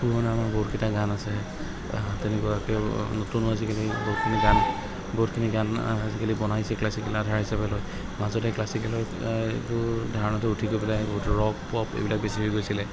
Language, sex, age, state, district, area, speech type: Assamese, male, 30-45, Assam, Sonitpur, urban, spontaneous